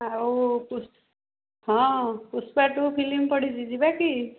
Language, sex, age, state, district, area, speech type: Odia, female, 60+, Odisha, Jharsuguda, rural, conversation